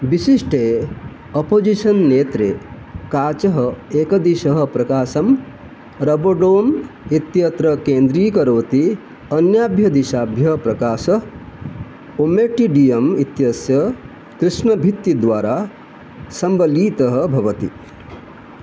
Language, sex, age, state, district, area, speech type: Sanskrit, male, 60+, Odisha, Balasore, urban, read